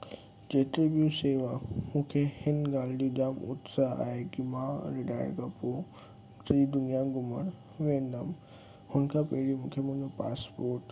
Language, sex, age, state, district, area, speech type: Sindhi, male, 18-30, Gujarat, Kutch, rural, spontaneous